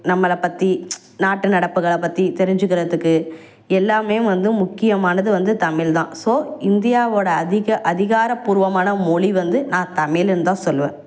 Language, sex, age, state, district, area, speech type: Tamil, female, 18-30, Tamil Nadu, Tiruvallur, rural, spontaneous